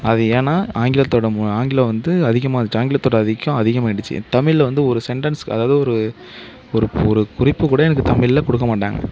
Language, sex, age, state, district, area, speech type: Tamil, male, 18-30, Tamil Nadu, Mayiladuthurai, urban, spontaneous